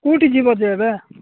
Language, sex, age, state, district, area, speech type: Odia, male, 45-60, Odisha, Nabarangpur, rural, conversation